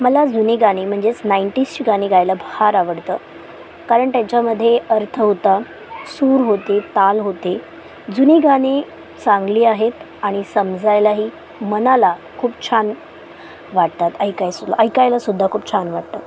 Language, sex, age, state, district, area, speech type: Marathi, female, 18-30, Maharashtra, Solapur, urban, spontaneous